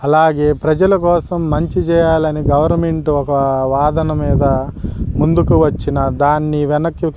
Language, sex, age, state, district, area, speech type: Telugu, male, 45-60, Andhra Pradesh, Guntur, rural, spontaneous